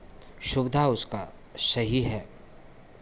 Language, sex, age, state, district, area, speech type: Hindi, male, 45-60, Bihar, Begusarai, urban, spontaneous